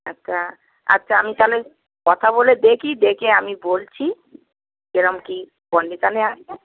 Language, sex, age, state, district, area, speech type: Bengali, female, 45-60, West Bengal, Hooghly, rural, conversation